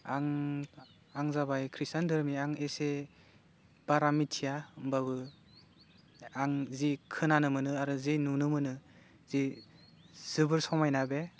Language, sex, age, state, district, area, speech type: Bodo, male, 18-30, Assam, Udalguri, urban, spontaneous